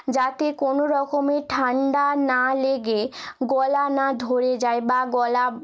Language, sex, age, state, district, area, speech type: Bengali, female, 18-30, West Bengal, Nadia, rural, spontaneous